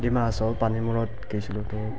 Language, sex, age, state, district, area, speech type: Assamese, male, 18-30, Assam, Barpeta, rural, spontaneous